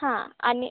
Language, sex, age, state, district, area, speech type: Marathi, female, 18-30, Maharashtra, Wardha, urban, conversation